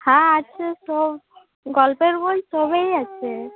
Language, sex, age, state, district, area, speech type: Bengali, female, 30-45, West Bengal, Uttar Dinajpur, urban, conversation